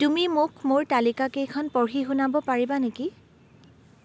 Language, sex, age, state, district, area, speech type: Assamese, female, 18-30, Assam, Dibrugarh, rural, read